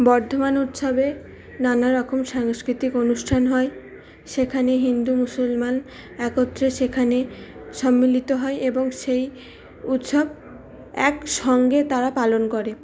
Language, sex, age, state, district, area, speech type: Bengali, female, 18-30, West Bengal, Purba Bardhaman, urban, spontaneous